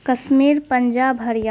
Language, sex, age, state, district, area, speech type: Urdu, female, 18-30, Bihar, Khagaria, rural, spontaneous